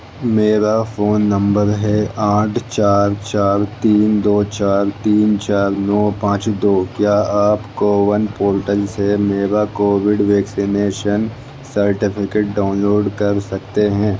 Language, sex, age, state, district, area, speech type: Urdu, male, 18-30, Delhi, East Delhi, urban, read